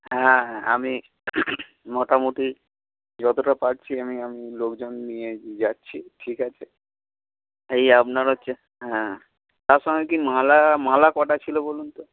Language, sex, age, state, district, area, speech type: Bengali, male, 45-60, West Bengal, Hooghly, rural, conversation